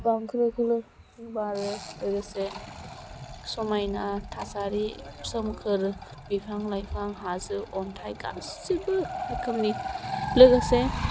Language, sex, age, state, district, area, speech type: Bodo, female, 18-30, Assam, Udalguri, urban, spontaneous